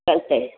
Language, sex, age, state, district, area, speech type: Kannada, female, 60+, Karnataka, Chamarajanagar, rural, conversation